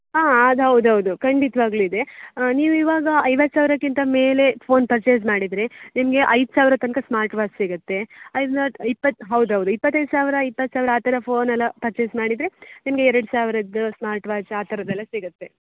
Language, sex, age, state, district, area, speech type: Kannada, female, 18-30, Karnataka, Dakshina Kannada, rural, conversation